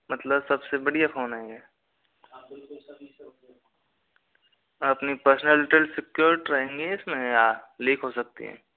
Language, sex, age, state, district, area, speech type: Hindi, male, 45-60, Rajasthan, Karauli, rural, conversation